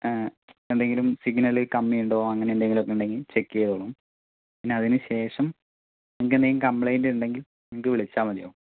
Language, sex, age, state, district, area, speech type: Malayalam, male, 18-30, Kerala, Palakkad, rural, conversation